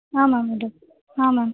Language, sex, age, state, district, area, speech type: Kannada, female, 18-30, Karnataka, Bellary, urban, conversation